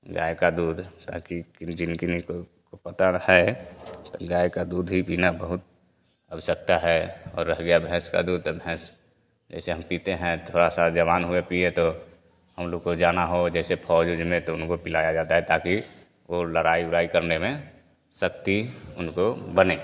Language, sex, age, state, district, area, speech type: Hindi, male, 30-45, Bihar, Vaishali, urban, spontaneous